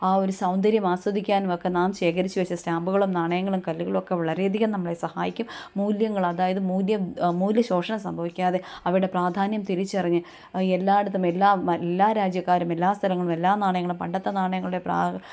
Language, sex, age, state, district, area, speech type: Malayalam, female, 30-45, Kerala, Kottayam, rural, spontaneous